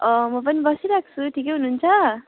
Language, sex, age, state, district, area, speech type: Nepali, female, 18-30, West Bengal, Kalimpong, rural, conversation